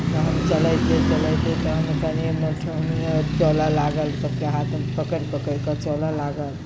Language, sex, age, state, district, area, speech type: Maithili, female, 45-60, Bihar, Muzaffarpur, rural, spontaneous